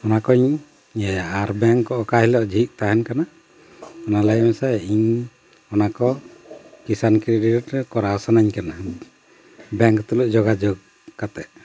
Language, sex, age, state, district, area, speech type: Santali, male, 45-60, Jharkhand, Bokaro, rural, spontaneous